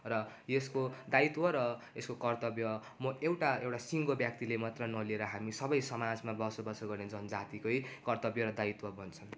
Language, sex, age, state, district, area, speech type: Nepali, male, 18-30, West Bengal, Darjeeling, rural, spontaneous